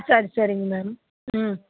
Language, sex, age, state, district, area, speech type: Tamil, female, 45-60, Tamil Nadu, Nilgiris, rural, conversation